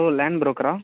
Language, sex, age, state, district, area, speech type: Tamil, male, 18-30, Tamil Nadu, Vellore, rural, conversation